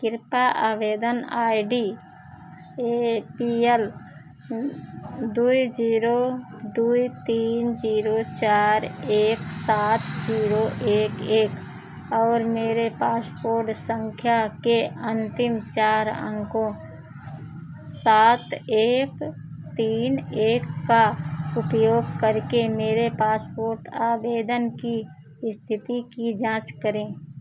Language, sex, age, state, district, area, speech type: Hindi, female, 45-60, Uttar Pradesh, Ayodhya, rural, read